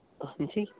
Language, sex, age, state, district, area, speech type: Punjabi, male, 18-30, Punjab, Muktsar, urban, conversation